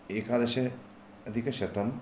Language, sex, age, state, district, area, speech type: Sanskrit, male, 60+, Karnataka, Vijayapura, urban, spontaneous